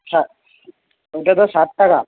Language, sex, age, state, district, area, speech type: Bengali, male, 18-30, West Bengal, Alipurduar, rural, conversation